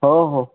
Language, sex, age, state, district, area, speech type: Marathi, male, 45-60, Maharashtra, Nagpur, urban, conversation